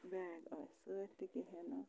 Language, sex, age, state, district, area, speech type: Kashmiri, female, 45-60, Jammu and Kashmir, Budgam, rural, spontaneous